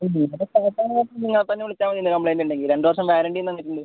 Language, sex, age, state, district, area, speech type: Malayalam, male, 18-30, Kerala, Wayanad, rural, conversation